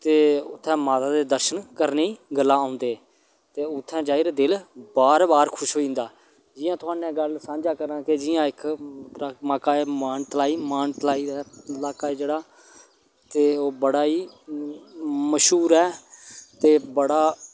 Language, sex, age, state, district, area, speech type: Dogri, male, 30-45, Jammu and Kashmir, Udhampur, rural, spontaneous